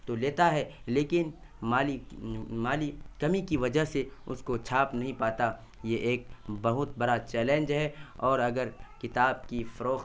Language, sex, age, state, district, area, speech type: Urdu, male, 18-30, Bihar, Purnia, rural, spontaneous